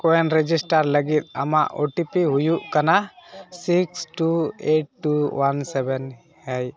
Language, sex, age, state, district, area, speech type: Santali, male, 18-30, West Bengal, Dakshin Dinajpur, rural, read